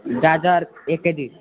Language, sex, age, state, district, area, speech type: Nepali, male, 18-30, West Bengal, Alipurduar, urban, conversation